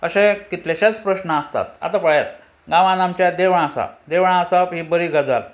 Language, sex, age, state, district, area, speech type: Goan Konkani, male, 60+, Goa, Ponda, rural, spontaneous